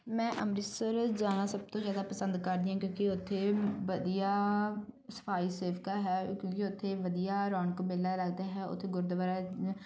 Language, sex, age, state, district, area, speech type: Punjabi, female, 18-30, Punjab, Bathinda, rural, spontaneous